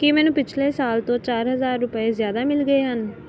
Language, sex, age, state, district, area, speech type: Punjabi, female, 18-30, Punjab, Ludhiana, rural, read